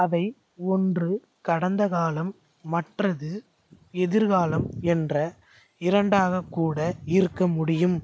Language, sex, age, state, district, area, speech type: Tamil, male, 18-30, Tamil Nadu, Tiruchirappalli, rural, read